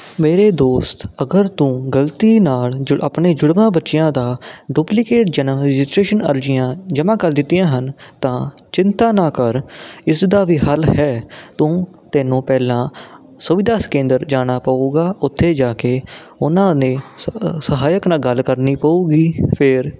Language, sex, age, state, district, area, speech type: Punjabi, male, 18-30, Punjab, Ludhiana, urban, spontaneous